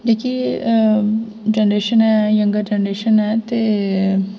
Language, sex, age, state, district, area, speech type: Dogri, female, 18-30, Jammu and Kashmir, Jammu, rural, spontaneous